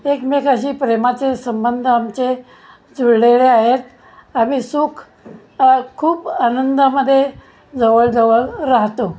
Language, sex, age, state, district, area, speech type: Marathi, male, 60+, Maharashtra, Pune, urban, spontaneous